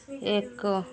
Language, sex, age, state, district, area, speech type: Odia, female, 45-60, Odisha, Sundergarh, urban, read